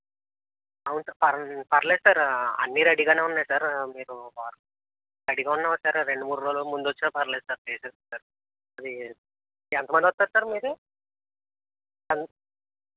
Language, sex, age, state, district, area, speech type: Telugu, male, 30-45, Andhra Pradesh, East Godavari, urban, conversation